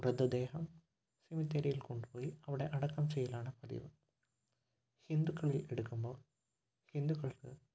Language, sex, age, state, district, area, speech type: Malayalam, male, 18-30, Kerala, Kottayam, rural, spontaneous